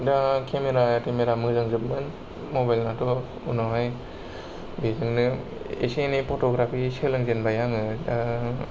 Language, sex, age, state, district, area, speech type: Bodo, male, 30-45, Assam, Kokrajhar, rural, spontaneous